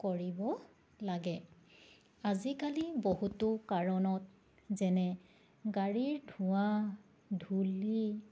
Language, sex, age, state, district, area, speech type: Assamese, female, 45-60, Assam, Charaideo, urban, spontaneous